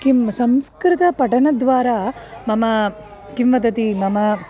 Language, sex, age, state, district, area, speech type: Sanskrit, female, 30-45, Kerala, Ernakulam, urban, spontaneous